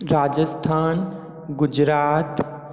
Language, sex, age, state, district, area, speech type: Hindi, male, 30-45, Rajasthan, Jodhpur, urban, spontaneous